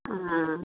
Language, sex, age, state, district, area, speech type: Hindi, female, 45-60, Bihar, Vaishali, rural, conversation